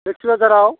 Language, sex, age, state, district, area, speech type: Bodo, male, 60+, Assam, Baksa, urban, conversation